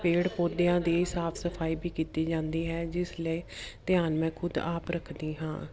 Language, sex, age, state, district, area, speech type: Punjabi, female, 30-45, Punjab, Jalandhar, urban, spontaneous